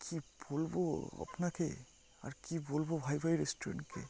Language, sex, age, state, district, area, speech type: Bengali, male, 30-45, West Bengal, North 24 Parganas, rural, spontaneous